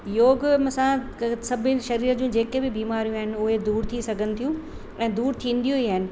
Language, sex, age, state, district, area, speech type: Sindhi, female, 60+, Rajasthan, Ajmer, urban, spontaneous